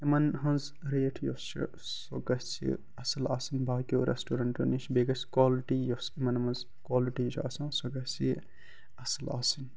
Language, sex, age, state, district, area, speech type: Kashmiri, male, 18-30, Jammu and Kashmir, Baramulla, rural, spontaneous